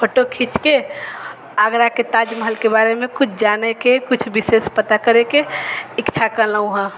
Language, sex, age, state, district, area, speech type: Maithili, female, 45-60, Bihar, Sitamarhi, rural, spontaneous